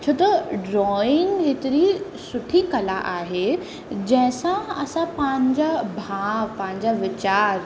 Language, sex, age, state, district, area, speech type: Sindhi, female, 18-30, Uttar Pradesh, Lucknow, urban, spontaneous